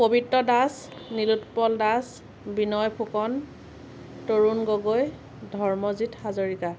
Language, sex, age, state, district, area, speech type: Assamese, female, 30-45, Assam, Lakhimpur, rural, spontaneous